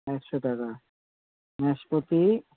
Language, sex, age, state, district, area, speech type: Bengali, male, 60+, West Bengal, Purba Bardhaman, rural, conversation